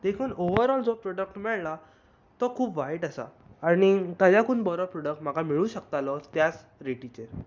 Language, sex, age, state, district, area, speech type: Goan Konkani, male, 18-30, Goa, Bardez, urban, spontaneous